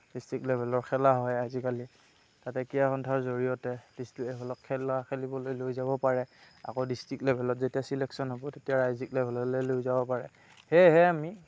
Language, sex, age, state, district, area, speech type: Assamese, male, 45-60, Assam, Darrang, rural, spontaneous